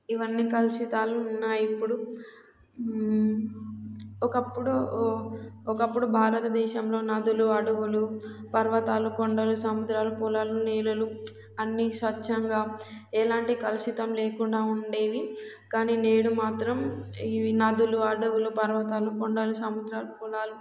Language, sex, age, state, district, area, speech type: Telugu, female, 18-30, Telangana, Warangal, rural, spontaneous